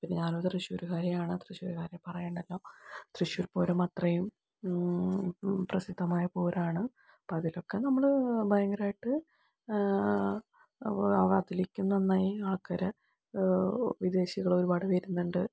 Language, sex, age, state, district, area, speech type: Malayalam, female, 30-45, Kerala, Palakkad, rural, spontaneous